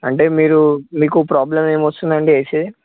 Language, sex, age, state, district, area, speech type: Telugu, male, 18-30, Telangana, Medchal, urban, conversation